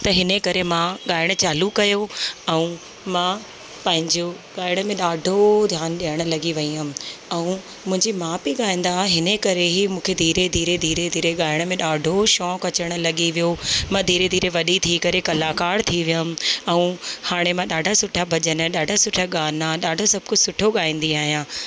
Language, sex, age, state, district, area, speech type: Sindhi, female, 30-45, Rajasthan, Ajmer, urban, spontaneous